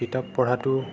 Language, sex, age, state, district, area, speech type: Assamese, male, 30-45, Assam, Sonitpur, rural, spontaneous